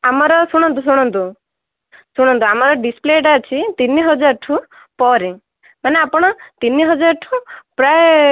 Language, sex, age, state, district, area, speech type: Odia, female, 18-30, Odisha, Ganjam, urban, conversation